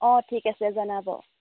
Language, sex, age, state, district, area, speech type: Assamese, female, 18-30, Assam, Jorhat, urban, conversation